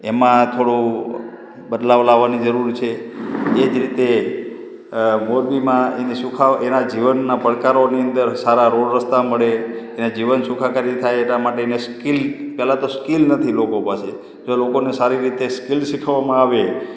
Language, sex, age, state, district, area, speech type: Gujarati, male, 18-30, Gujarat, Morbi, rural, spontaneous